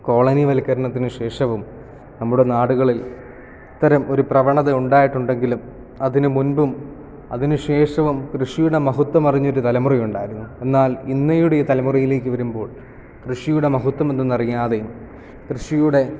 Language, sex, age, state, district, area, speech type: Malayalam, male, 18-30, Kerala, Kottayam, rural, spontaneous